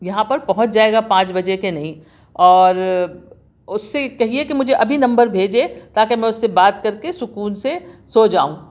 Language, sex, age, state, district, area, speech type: Urdu, female, 60+, Delhi, South Delhi, urban, spontaneous